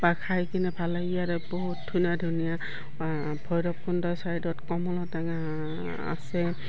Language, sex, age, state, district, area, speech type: Assamese, female, 60+, Assam, Udalguri, rural, spontaneous